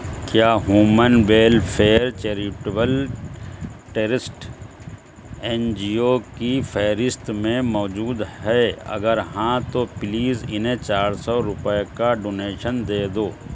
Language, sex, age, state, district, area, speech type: Urdu, male, 60+, Uttar Pradesh, Shahjahanpur, rural, read